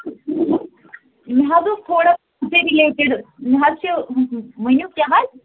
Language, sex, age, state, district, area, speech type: Kashmiri, female, 18-30, Jammu and Kashmir, Pulwama, urban, conversation